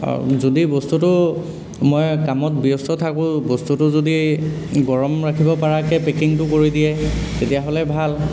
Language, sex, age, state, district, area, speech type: Assamese, male, 18-30, Assam, Dhemaji, urban, spontaneous